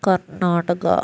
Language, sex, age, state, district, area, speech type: Malayalam, female, 60+, Kerala, Wayanad, rural, spontaneous